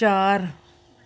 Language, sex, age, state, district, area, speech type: Dogri, female, 45-60, Jammu and Kashmir, Udhampur, rural, read